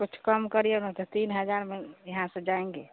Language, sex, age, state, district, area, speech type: Hindi, female, 45-60, Bihar, Samastipur, rural, conversation